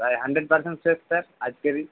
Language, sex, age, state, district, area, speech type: Bengali, male, 45-60, West Bengal, Purba Medinipur, rural, conversation